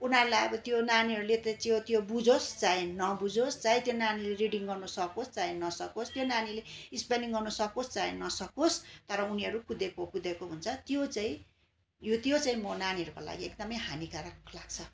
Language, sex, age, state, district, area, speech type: Nepali, female, 45-60, West Bengal, Darjeeling, rural, spontaneous